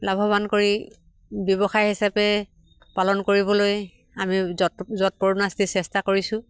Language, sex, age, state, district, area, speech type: Assamese, female, 45-60, Assam, Dibrugarh, rural, spontaneous